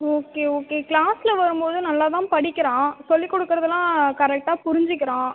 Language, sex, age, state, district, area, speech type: Tamil, female, 18-30, Tamil Nadu, Cuddalore, rural, conversation